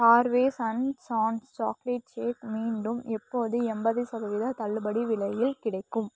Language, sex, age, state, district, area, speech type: Tamil, female, 18-30, Tamil Nadu, Coimbatore, rural, read